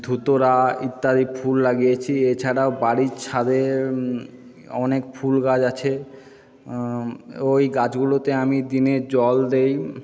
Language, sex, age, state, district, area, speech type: Bengali, male, 30-45, West Bengal, Jhargram, rural, spontaneous